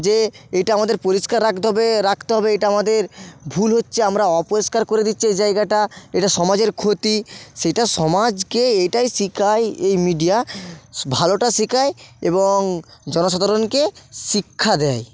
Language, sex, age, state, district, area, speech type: Bengali, male, 18-30, West Bengal, Bankura, urban, spontaneous